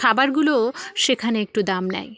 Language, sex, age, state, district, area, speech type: Bengali, female, 18-30, West Bengal, South 24 Parganas, rural, spontaneous